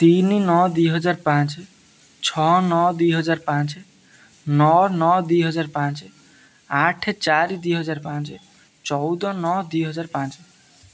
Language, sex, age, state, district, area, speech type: Odia, male, 18-30, Odisha, Jagatsinghpur, rural, spontaneous